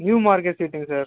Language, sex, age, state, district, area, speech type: Tamil, male, 30-45, Tamil Nadu, Ariyalur, rural, conversation